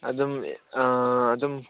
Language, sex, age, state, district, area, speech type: Manipuri, male, 18-30, Manipur, Churachandpur, rural, conversation